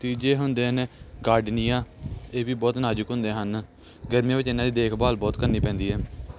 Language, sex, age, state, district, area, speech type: Punjabi, male, 18-30, Punjab, Gurdaspur, rural, spontaneous